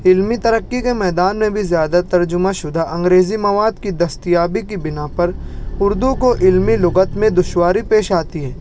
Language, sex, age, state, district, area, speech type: Urdu, male, 60+, Maharashtra, Nashik, rural, spontaneous